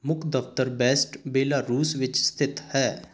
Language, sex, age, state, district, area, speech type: Punjabi, male, 18-30, Punjab, Sangrur, urban, read